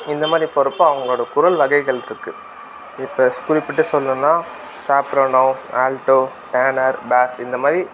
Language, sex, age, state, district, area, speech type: Tamil, male, 18-30, Tamil Nadu, Tiruvannamalai, rural, spontaneous